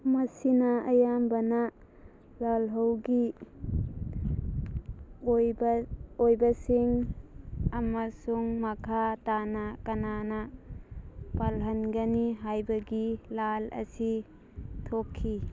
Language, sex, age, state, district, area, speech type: Manipuri, female, 18-30, Manipur, Thoubal, rural, read